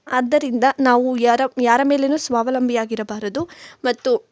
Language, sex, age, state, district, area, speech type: Kannada, female, 18-30, Karnataka, Kolar, rural, spontaneous